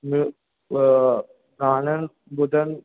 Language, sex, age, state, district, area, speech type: Sindhi, male, 18-30, Rajasthan, Ajmer, rural, conversation